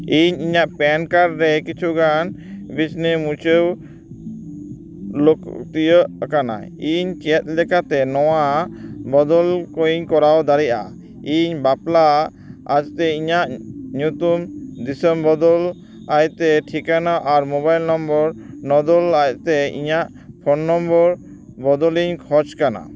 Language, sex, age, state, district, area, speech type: Santali, male, 30-45, West Bengal, Dakshin Dinajpur, rural, read